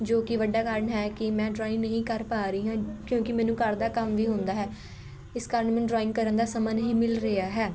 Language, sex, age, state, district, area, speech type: Punjabi, female, 18-30, Punjab, Patiala, urban, spontaneous